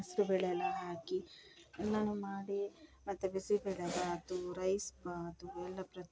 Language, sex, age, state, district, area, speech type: Kannada, female, 30-45, Karnataka, Mandya, rural, spontaneous